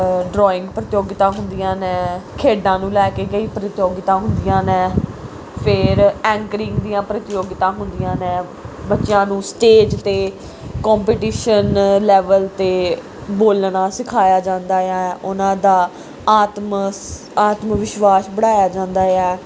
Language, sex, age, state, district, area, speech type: Punjabi, female, 18-30, Punjab, Pathankot, rural, spontaneous